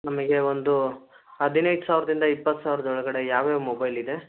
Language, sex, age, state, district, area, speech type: Kannada, male, 30-45, Karnataka, Chikkamagaluru, urban, conversation